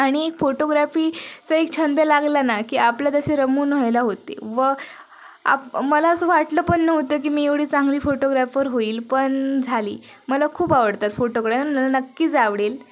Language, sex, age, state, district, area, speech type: Marathi, female, 18-30, Maharashtra, Sindhudurg, rural, spontaneous